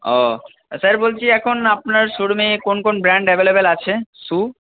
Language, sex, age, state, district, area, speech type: Bengali, male, 45-60, West Bengal, Purba Bardhaman, urban, conversation